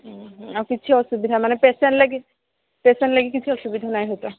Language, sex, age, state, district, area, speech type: Odia, female, 18-30, Odisha, Sambalpur, rural, conversation